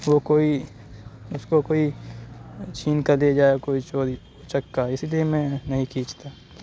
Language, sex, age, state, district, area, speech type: Urdu, male, 45-60, Uttar Pradesh, Aligarh, rural, spontaneous